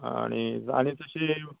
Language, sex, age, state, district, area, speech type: Goan Konkani, male, 60+, Goa, Canacona, rural, conversation